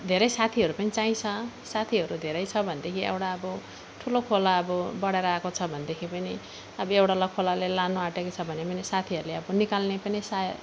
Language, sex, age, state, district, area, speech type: Nepali, female, 45-60, West Bengal, Alipurduar, urban, spontaneous